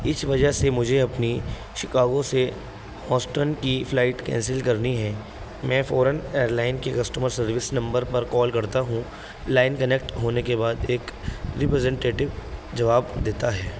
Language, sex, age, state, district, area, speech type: Urdu, male, 18-30, Delhi, North East Delhi, urban, spontaneous